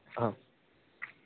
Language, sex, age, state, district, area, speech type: Odia, male, 18-30, Odisha, Malkangiri, urban, conversation